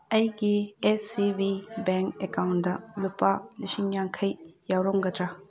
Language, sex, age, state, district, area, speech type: Manipuri, female, 30-45, Manipur, Kangpokpi, urban, read